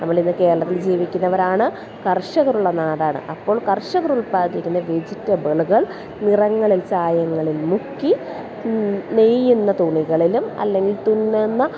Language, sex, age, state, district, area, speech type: Malayalam, female, 30-45, Kerala, Alappuzha, urban, spontaneous